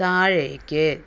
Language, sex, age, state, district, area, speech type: Malayalam, female, 60+, Kerala, Palakkad, rural, read